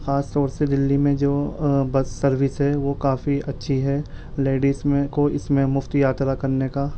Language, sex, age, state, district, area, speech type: Urdu, male, 18-30, Delhi, Central Delhi, urban, spontaneous